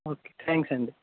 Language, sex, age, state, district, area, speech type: Telugu, male, 18-30, Andhra Pradesh, West Godavari, rural, conversation